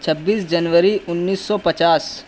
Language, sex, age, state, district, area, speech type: Urdu, male, 18-30, Uttar Pradesh, Shahjahanpur, urban, spontaneous